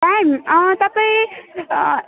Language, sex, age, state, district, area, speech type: Nepali, female, 18-30, West Bengal, Alipurduar, urban, conversation